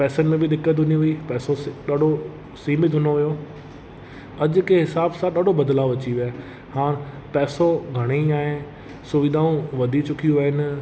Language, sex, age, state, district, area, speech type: Sindhi, male, 30-45, Rajasthan, Ajmer, urban, spontaneous